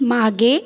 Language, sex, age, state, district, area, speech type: Marathi, female, 30-45, Maharashtra, Buldhana, urban, read